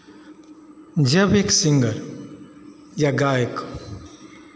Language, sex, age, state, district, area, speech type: Hindi, male, 45-60, Bihar, Begusarai, rural, spontaneous